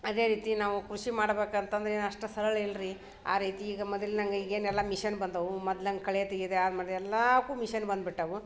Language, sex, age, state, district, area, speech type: Kannada, female, 30-45, Karnataka, Dharwad, urban, spontaneous